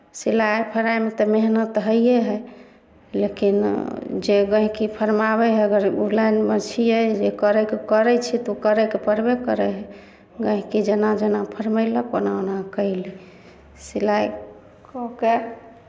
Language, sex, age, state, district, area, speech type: Maithili, female, 30-45, Bihar, Samastipur, urban, spontaneous